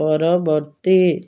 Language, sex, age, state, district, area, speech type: Odia, female, 60+, Odisha, Ganjam, urban, read